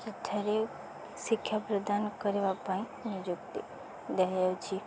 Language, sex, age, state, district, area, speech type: Odia, female, 18-30, Odisha, Subarnapur, urban, spontaneous